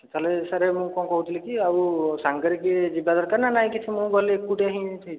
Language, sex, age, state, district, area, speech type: Odia, male, 30-45, Odisha, Khordha, rural, conversation